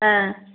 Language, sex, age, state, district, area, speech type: Tamil, female, 45-60, Tamil Nadu, Coimbatore, rural, conversation